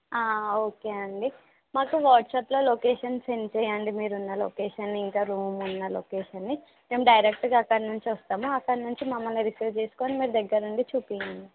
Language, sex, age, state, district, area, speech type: Telugu, female, 18-30, Telangana, Nalgonda, rural, conversation